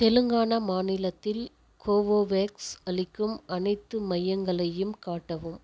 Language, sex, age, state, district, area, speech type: Tamil, female, 45-60, Tamil Nadu, Viluppuram, rural, read